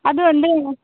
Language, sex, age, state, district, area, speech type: Kannada, female, 18-30, Karnataka, Yadgir, urban, conversation